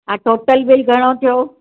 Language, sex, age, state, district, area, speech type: Sindhi, female, 60+, Maharashtra, Mumbai Suburban, urban, conversation